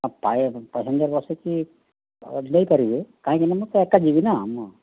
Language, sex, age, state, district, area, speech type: Odia, male, 45-60, Odisha, Boudh, rural, conversation